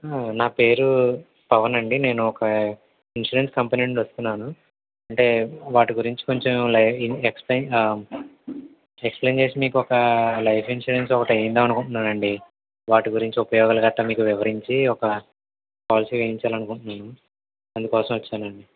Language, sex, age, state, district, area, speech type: Telugu, male, 60+, Andhra Pradesh, Konaseema, urban, conversation